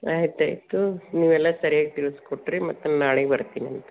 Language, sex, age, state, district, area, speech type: Kannada, female, 60+, Karnataka, Gulbarga, urban, conversation